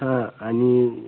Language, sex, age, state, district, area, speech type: Marathi, male, 18-30, Maharashtra, Hingoli, urban, conversation